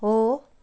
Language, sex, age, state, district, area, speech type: Nepali, female, 30-45, West Bengal, Kalimpong, rural, read